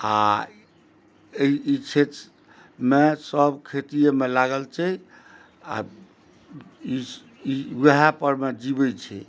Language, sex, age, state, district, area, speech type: Maithili, male, 60+, Bihar, Madhubani, rural, spontaneous